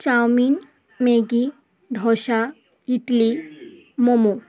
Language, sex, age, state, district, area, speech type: Bengali, female, 18-30, West Bengal, Uttar Dinajpur, urban, spontaneous